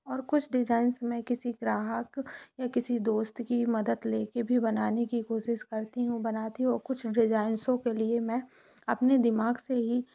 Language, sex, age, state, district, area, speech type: Hindi, female, 18-30, Madhya Pradesh, Katni, urban, spontaneous